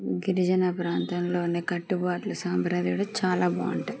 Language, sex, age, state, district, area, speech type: Telugu, female, 30-45, Telangana, Medchal, urban, spontaneous